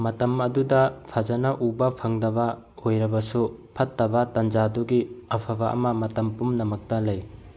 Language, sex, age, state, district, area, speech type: Manipuri, male, 18-30, Manipur, Bishnupur, rural, read